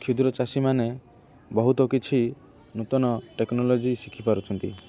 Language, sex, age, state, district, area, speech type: Odia, male, 18-30, Odisha, Kendrapara, urban, spontaneous